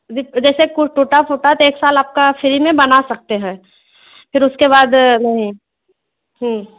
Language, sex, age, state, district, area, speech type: Hindi, female, 30-45, Uttar Pradesh, Bhadohi, rural, conversation